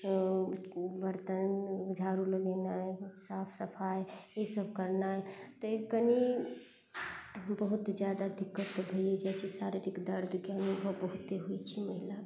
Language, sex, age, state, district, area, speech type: Maithili, female, 30-45, Bihar, Madhubani, rural, spontaneous